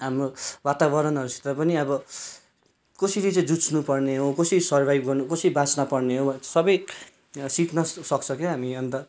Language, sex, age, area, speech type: Nepali, male, 18-30, rural, spontaneous